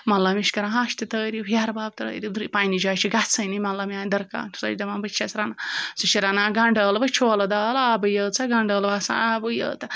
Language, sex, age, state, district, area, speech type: Kashmiri, female, 45-60, Jammu and Kashmir, Ganderbal, rural, spontaneous